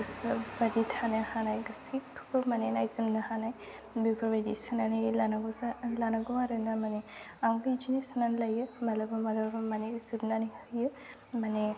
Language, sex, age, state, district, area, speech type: Bodo, female, 18-30, Assam, Udalguri, rural, spontaneous